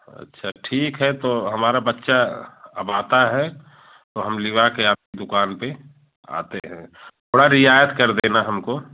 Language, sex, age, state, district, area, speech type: Hindi, male, 45-60, Uttar Pradesh, Jaunpur, urban, conversation